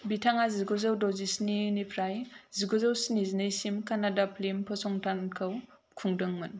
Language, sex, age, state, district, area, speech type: Bodo, female, 18-30, Assam, Kokrajhar, urban, read